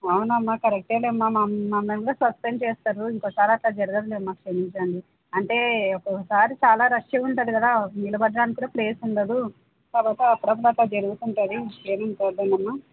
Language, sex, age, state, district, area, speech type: Telugu, female, 30-45, Andhra Pradesh, Kurnool, rural, conversation